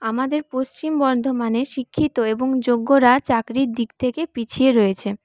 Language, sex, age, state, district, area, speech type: Bengali, female, 18-30, West Bengal, Paschim Bardhaman, urban, spontaneous